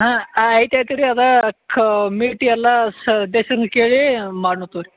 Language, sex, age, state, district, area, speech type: Kannada, male, 45-60, Karnataka, Belgaum, rural, conversation